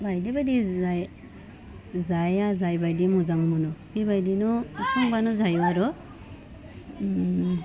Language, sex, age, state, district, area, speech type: Bodo, female, 30-45, Assam, Udalguri, urban, spontaneous